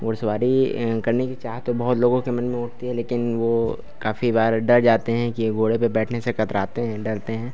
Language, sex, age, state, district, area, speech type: Hindi, male, 30-45, Uttar Pradesh, Lucknow, rural, spontaneous